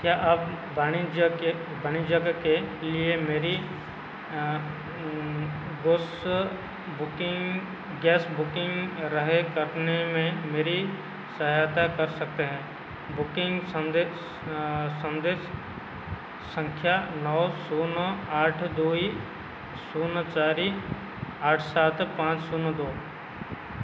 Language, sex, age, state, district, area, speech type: Hindi, male, 45-60, Madhya Pradesh, Seoni, rural, read